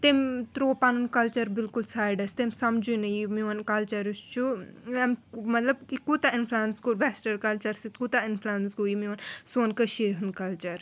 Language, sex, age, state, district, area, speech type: Kashmiri, female, 18-30, Jammu and Kashmir, Srinagar, urban, spontaneous